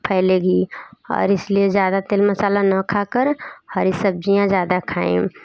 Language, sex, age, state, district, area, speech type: Hindi, female, 30-45, Uttar Pradesh, Bhadohi, rural, spontaneous